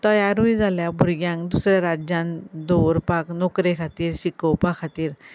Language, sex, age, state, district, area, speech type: Goan Konkani, female, 45-60, Goa, Ponda, rural, spontaneous